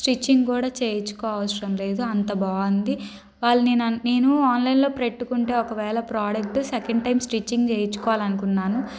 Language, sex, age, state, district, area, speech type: Telugu, female, 30-45, Andhra Pradesh, Guntur, urban, spontaneous